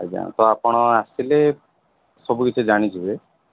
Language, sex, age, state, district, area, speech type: Odia, male, 18-30, Odisha, Sundergarh, urban, conversation